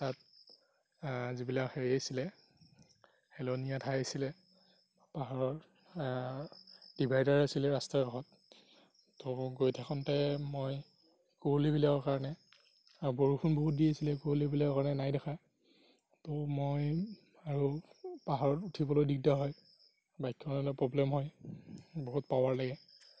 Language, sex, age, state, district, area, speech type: Assamese, male, 45-60, Assam, Darrang, rural, spontaneous